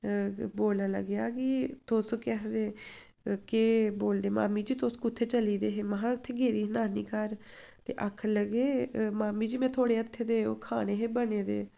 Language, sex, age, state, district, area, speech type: Dogri, female, 18-30, Jammu and Kashmir, Samba, rural, spontaneous